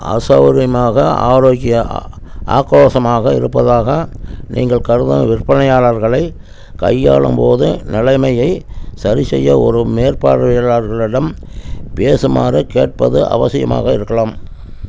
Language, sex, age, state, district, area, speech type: Tamil, male, 60+, Tamil Nadu, Namakkal, rural, read